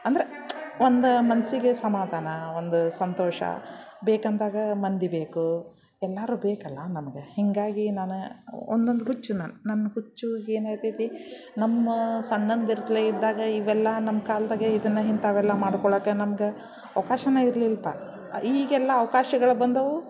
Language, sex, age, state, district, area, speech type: Kannada, female, 45-60, Karnataka, Dharwad, urban, spontaneous